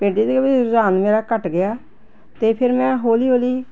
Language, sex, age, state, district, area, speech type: Punjabi, female, 60+, Punjab, Jalandhar, urban, spontaneous